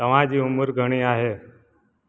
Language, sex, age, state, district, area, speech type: Sindhi, male, 45-60, Gujarat, Junagadh, urban, read